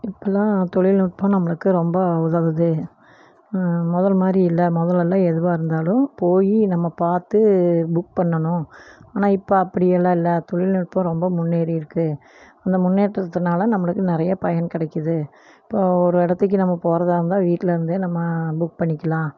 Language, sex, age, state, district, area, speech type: Tamil, female, 45-60, Tamil Nadu, Erode, rural, spontaneous